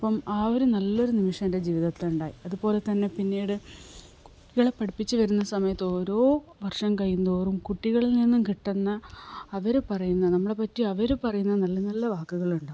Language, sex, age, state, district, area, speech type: Malayalam, female, 45-60, Kerala, Kasaragod, rural, spontaneous